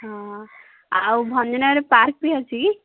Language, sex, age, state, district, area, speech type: Odia, female, 18-30, Odisha, Ganjam, urban, conversation